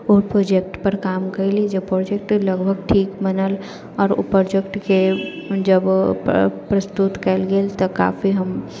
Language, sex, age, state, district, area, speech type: Maithili, female, 18-30, Bihar, Sitamarhi, rural, spontaneous